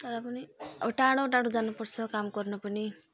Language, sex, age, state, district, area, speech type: Nepali, female, 30-45, West Bengal, Jalpaiguri, urban, spontaneous